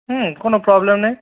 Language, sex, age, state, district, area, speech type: Bengali, male, 18-30, West Bengal, Darjeeling, rural, conversation